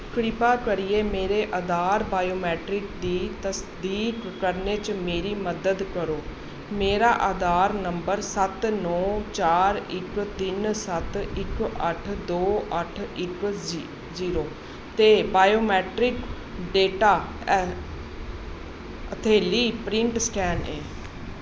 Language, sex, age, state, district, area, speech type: Dogri, female, 30-45, Jammu and Kashmir, Jammu, urban, read